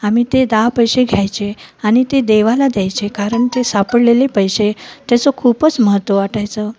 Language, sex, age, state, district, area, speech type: Marathi, female, 60+, Maharashtra, Nanded, rural, spontaneous